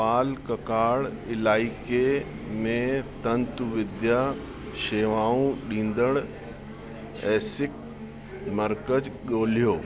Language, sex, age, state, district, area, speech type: Sindhi, male, 60+, Uttar Pradesh, Lucknow, rural, read